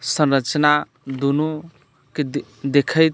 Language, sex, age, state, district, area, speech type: Maithili, male, 45-60, Bihar, Sitamarhi, rural, spontaneous